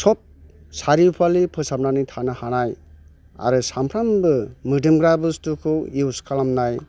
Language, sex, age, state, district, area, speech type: Bodo, male, 45-60, Assam, Chirang, rural, spontaneous